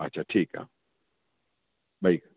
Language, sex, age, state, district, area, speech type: Sindhi, male, 45-60, Delhi, South Delhi, urban, conversation